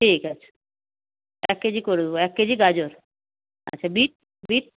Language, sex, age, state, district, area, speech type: Bengali, female, 45-60, West Bengal, Purulia, rural, conversation